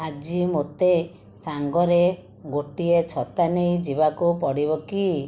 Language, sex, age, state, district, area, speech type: Odia, female, 30-45, Odisha, Jajpur, rural, read